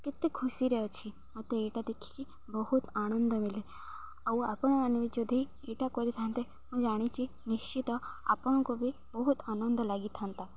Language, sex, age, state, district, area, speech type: Odia, female, 18-30, Odisha, Malkangiri, urban, spontaneous